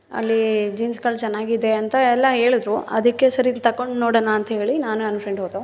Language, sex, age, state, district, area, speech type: Kannada, female, 18-30, Karnataka, Mysore, rural, spontaneous